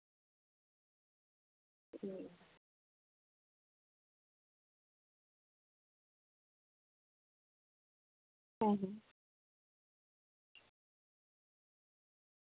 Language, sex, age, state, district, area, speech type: Santali, female, 45-60, West Bengal, Paschim Bardhaman, urban, conversation